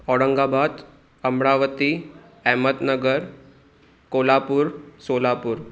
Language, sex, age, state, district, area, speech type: Sindhi, male, 18-30, Maharashtra, Thane, rural, spontaneous